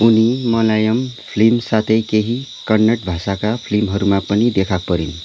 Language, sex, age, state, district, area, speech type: Nepali, male, 30-45, West Bengal, Kalimpong, rural, read